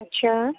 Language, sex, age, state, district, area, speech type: Urdu, female, 18-30, Uttar Pradesh, Gautam Buddha Nagar, rural, conversation